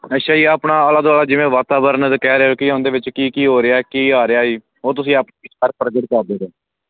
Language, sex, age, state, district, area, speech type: Punjabi, male, 18-30, Punjab, Firozpur, rural, conversation